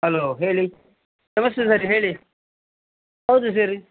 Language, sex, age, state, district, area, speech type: Kannada, male, 45-60, Karnataka, Udupi, rural, conversation